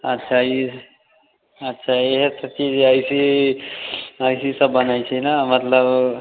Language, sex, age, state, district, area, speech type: Maithili, male, 18-30, Bihar, Muzaffarpur, rural, conversation